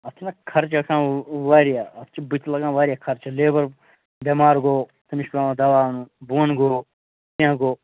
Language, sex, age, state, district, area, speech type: Kashmiri, male, 30-45, Jammu and Kashmir, Ganderbal, rural, conversation